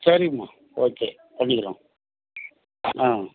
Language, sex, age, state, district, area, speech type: Tamil, male, 45-60, Tamil Nadu, Krishnagiri, rural, conversation